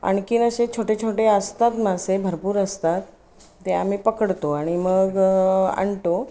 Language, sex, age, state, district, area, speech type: Marathi, female, 45-60, Maharashtra, Ratnagiri, rural, spontaneous